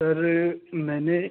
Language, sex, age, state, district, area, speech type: Hindi, male, 30-45, Uttar Pradesh, Hardoi, rural, conversation